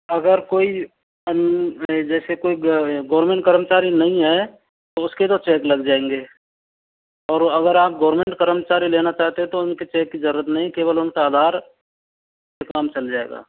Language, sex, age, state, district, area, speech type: Hindi, male, 45-60, Rajasthan, Karauli, rural, conversation